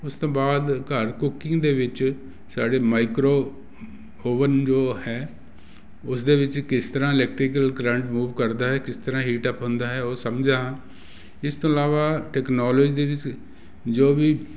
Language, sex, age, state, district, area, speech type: Punjabi, male, 60+, Punjab, Jalandhar, urban, spontaneous